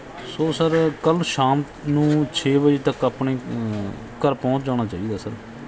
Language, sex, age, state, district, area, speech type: Punjabi, male, 30-45, Punjab, Bathinda, rural, spontaneous